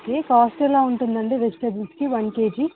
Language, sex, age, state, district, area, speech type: Telugu, female, 18-30, Telangana, Mancherial, rural, conversation